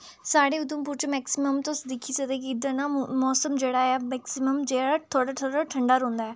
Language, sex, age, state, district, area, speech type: Dogri, female, 30-45, Jammu and Kashmir, Udhampur, urban, spontaneous